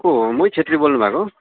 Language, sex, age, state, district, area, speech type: Nepali, male, 18-30, West Bengal, Darjeeling, rural, conversation